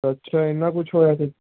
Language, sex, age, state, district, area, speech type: Punjabi, male, 18-30, Punjab, Patiala, urban, conversation